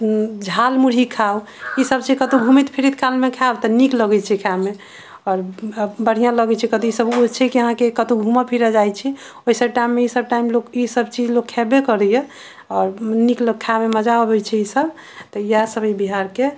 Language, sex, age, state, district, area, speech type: Maithili, female, 45-60, Bihar, Sitamarhi, urban, spontaneous